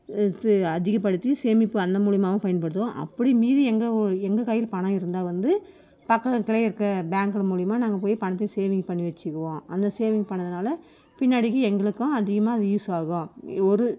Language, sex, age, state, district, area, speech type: Tamil, female, 60+, Tamil Nadu, Krishnagiri, rural, spontaneous